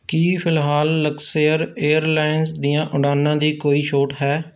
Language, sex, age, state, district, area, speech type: Punjabi, male, 30-45, Punjab, Rupnagar, rural, read